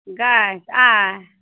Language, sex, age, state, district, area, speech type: Maithili, female, 45-60, Bihar, Madhepura, rural, conversation